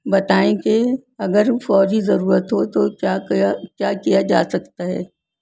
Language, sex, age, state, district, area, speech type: Urdu, female, 60+, Delhi, North East Delhi, urban, spontaneous